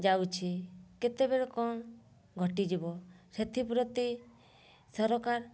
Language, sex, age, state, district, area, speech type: Odia, female, 30-45, Odisha, Mayurbhanj, rural, spontaneous